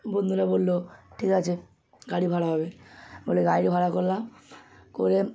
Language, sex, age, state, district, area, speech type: Bengali, male, 18-30, West Bengal, Hooghly, urban, spontaneous